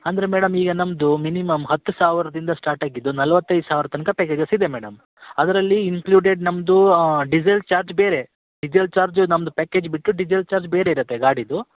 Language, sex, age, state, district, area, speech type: Kannada, male, 18-30, Karnataka, Uttara Kannada, rural, conversation